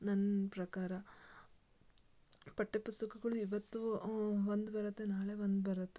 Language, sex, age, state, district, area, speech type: Kannada, female, 18-30, Karnataka, Shimoga, rural, spontaneous